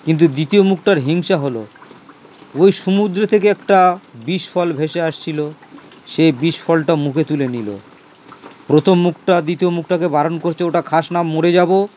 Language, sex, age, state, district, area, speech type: Bengali, male, 60+, West Bengal, Dakshin Dinajpur, urban, spontaneous